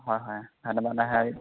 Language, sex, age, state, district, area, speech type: Assamese, male, 18-30, Assam, Dhemaji, urban, conversation